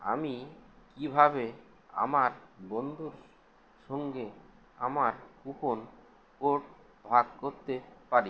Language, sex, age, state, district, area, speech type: Bengali, male, 60+, West Bengal, Howrah, urban, read